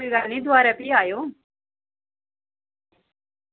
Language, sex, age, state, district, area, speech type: Dogri, female, 30-45, Jammu and Kashmir, Udhampur, rural, conversation